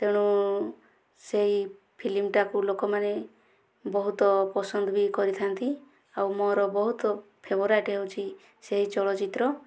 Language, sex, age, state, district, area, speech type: Odia, female, 30-45, Odisha, Kandhamal, rural, spontaneous